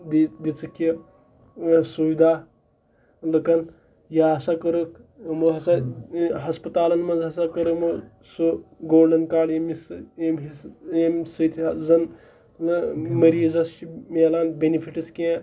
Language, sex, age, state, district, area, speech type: Kashmiri, male, 18-30, Jammu and Kashmir, Pulwama, rural, spontaneous